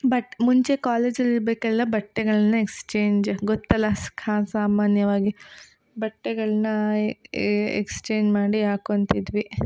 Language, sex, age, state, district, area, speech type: Kannada, female, 18-30, Karnataka, Hassan, urban, spontaneous